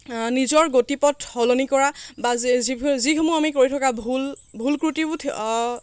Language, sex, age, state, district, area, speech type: Assamese, female, 30-45, Assam, Lakhimpur, rural, spontaneous